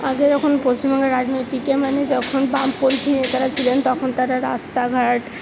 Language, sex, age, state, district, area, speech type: Bengali, female, 18-30, West Bengal, Purba Bardhaman, urban, spontaneous